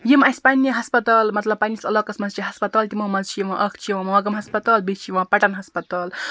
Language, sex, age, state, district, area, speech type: Kashmiri, female, 30-45, Jammu and Kashmir, Baramulla, rural, spontaneous